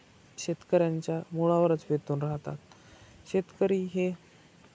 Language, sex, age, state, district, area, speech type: Marathi, male, 18-30, Maharashtra, Nanded, rural, spontaneous